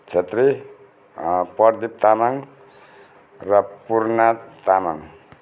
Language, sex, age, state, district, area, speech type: Nepali, male, 60+, West Bengal, Darjeeling, rural, spontaneous